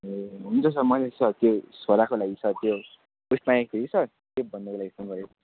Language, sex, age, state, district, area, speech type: Nepali, male, 18-30, West Bengal, Darjeeling, rural, conversation